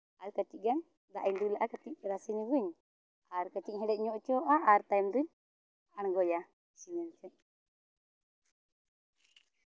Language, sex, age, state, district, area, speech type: Santali, female, 18-30, Jharkhand, Seraikela Kharsawan, rural, spontaneous